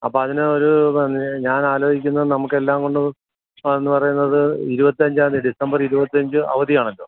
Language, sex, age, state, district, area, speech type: Malayalam, male, 60+, Kerala, Alappuzha, rural, conversation